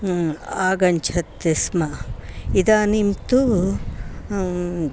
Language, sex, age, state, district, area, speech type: Sanskrit, female, 60+, Karnataka, Bangalore Urban, rural, spontaneous